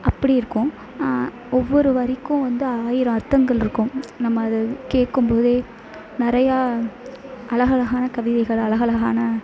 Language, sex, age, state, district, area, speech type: Tamil, female, 18-30, Tamil Nadu, Sivaganga, rural, spontaneous